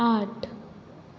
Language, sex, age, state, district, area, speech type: Goan Konkani, female, 18-30, Goa, Quepem, rural, read